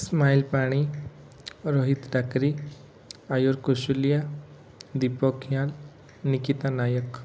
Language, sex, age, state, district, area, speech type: Odia, male, 18-30, Odisha, Rayagada, rural, spontaneous